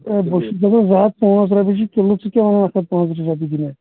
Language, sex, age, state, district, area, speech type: Kashmiri, male, 30-45, Jammu and Kashmir, Anantnag, rural, conversation